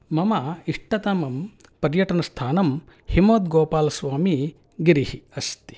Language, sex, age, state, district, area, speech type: Sanskrit, male, 45-60, Karnataka, Mysore, urban, spontaneous